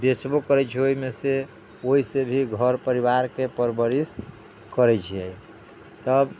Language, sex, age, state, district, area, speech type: Maithili, male, 60+, Bihar, Sitamarhi, rural, spontaneous